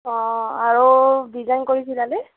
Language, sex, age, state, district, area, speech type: Assamese, female, 30-45, Assam, Nagaon, urban, conversation